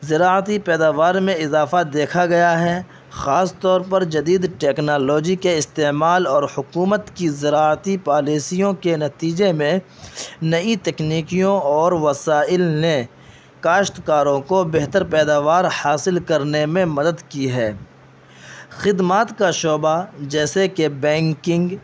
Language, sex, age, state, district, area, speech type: Urdu, male, 18-30, Uttar Pradesh, Saharanpur, urban, spontaneous